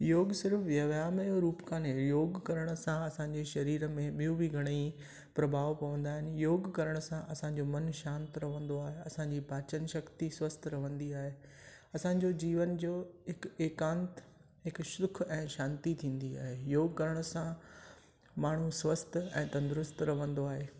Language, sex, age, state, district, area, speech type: Sindhi, male, 45-60, Rajasthan, Ajmer, rural, spontaneous